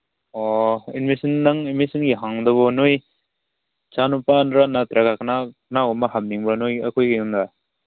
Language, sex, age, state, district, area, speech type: Manipuri, male, 18-30, Manipur, Senapati, rural, conversation